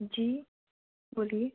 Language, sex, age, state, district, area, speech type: Hindi, female, 18-30, Madhya Pradesh, Betul, rural, conversation